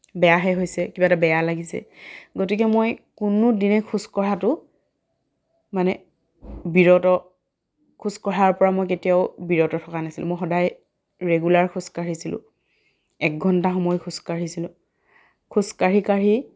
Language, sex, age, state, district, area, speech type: Assamese, female, 30-45, Assam, Dhemaji, rural, spontaneous